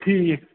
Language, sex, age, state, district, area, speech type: Kashmiri, male, 18-30, Jammu and Kashmir, Ganderbal, rural, conversation